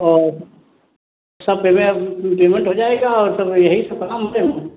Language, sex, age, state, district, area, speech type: Hindi, male, 60+, Uttar Pradesh, Sitapur, rural, conversation